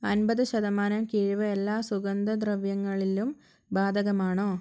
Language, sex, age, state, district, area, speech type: Malayalam, female, 45-60, Kerala, Wayanad, rural, read